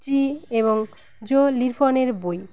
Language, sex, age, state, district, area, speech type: Bengali, female, 30-45, West Bengal, Paschim Medinipur, rural, spontaneous